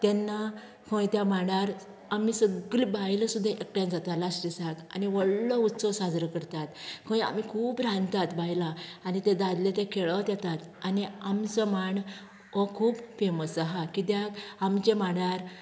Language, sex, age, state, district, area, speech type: Goan Konkani, female, 45-60, Goa, Canacona, rural, spontaneous